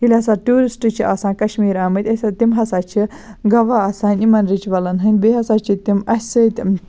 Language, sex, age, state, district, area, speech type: Kashmiri, female, 18-30, Jammu and Kashmir, Baramulla, rural, spontaneous